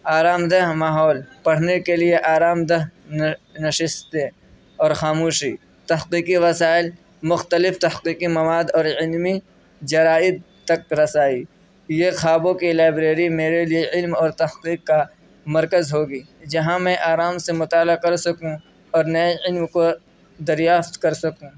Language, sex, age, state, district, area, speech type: Urdu, male, 18-30, Uttar Pradesh, Saharanpur, urban, spontaneous